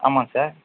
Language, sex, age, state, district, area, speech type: Tamil, male, 30-45, Tamil Nadu, Tiruvarur, rural, conversation